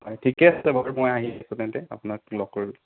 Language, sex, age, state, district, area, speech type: Assamese, male, 18-30, Assam, Sonitpur, rural, conversation